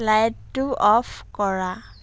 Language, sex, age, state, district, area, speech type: Assamese, female, 60+, Assam, Dhemaji, rural, read